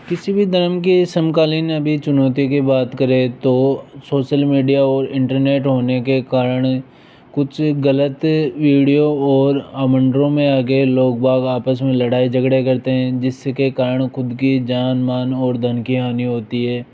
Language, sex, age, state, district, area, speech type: Hindi, male, 18-30, Rajasthan, Jaipur, urban, spontaneous